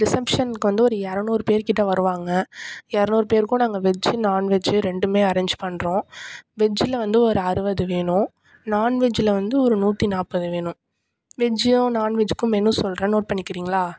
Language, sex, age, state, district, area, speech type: Tamil, female, 18-30, Tamil Nadu, Nagapattinam, rural, spontaneous